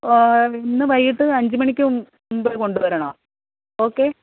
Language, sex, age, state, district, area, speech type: Malayalam, female, 45-60, Kerala, Alappuzha, rural, conversation